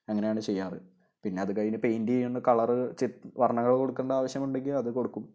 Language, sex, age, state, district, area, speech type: Malayalam, male, 18-30, Kerala, Thrissur, urban, spontaneous